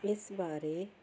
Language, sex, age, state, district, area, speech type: Punjabi, female, 45-60, Punjab, Jalandhar, urban, spontaneous